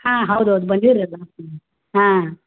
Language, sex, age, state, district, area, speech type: Kannada, female, 60+, Karnataka, Gulbarga, urban, conversation